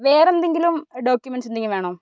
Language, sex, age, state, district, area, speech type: Malayalam, female, 18-30, Kerala, Wayanad, rural, spontaneous